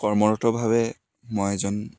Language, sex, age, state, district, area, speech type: Assamese, male, 18-30, Assam, Dibrugarh, urban, spontaneous